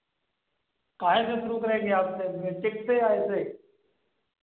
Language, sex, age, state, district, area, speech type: Hindi, male, 30-45, Uttar Pradesh, Sitapur, rural, conversation